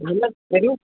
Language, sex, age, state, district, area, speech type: Kashmiri, male, 18-30, Jammu and Kashmir, Shopian, urban, conversation